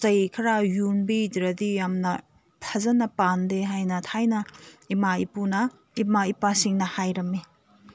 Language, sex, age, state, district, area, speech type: Manipuri, female, 30-45, Manipur, Senapati, urban, spontaneous